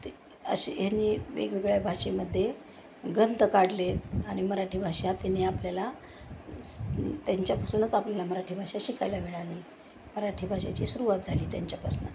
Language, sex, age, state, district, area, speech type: Marathi, female, 60+, Maharashtra, Osmanabad, rural, spontaneous